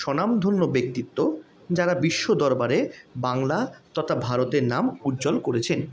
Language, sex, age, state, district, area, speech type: Bengali, male, 30-45, West Bengal, Paschim Bardhaman, urban, spontaneous